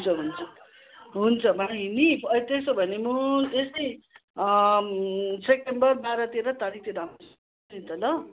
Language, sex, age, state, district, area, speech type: Nepali, female, 60+, West Bengal, Kalimpong, rural, conversation